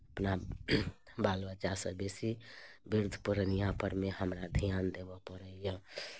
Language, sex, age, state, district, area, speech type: Maithili, female, 30-45, Bihar, Muzaffarpur, urban, spontaneous